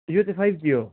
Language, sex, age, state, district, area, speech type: Nepali, male, 18-30, West Bengal, Darjeeling, rural, conversation